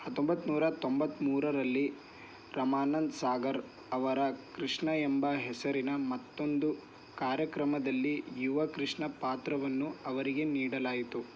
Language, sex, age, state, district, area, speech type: Kannada, male, 18-30, Karnataka, Bidar, urban, read